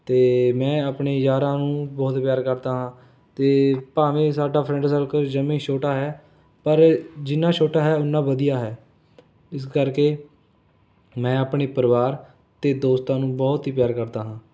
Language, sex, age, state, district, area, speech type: Punjabi, male, 18-30, Punjab, Rupnagar, rural, spontaneous